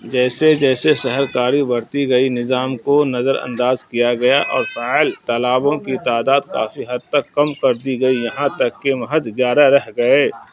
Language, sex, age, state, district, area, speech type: Urdu, male, 30-45, Bihar, Saharsa, rural, read